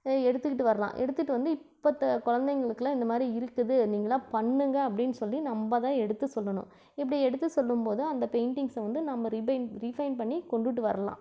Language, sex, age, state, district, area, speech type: Tamil, female, 45-60, Tamil Nadu, Namakkal, rural, spontaneous